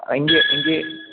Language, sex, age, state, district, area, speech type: Malayalam, male, 18-30, Kerala, Idukki, rural, conversation